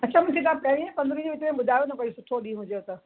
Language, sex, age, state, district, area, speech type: Sindhi, female, 60+, Maharashtra, Mumbai Suburban, urban, conversation